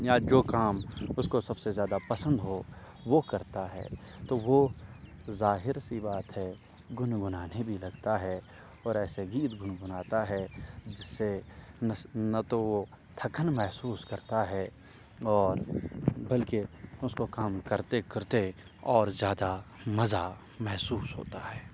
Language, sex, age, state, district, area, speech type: Urdu, male, 18-30, Jammu and Kashmir, Srinagar, rural, spontaneous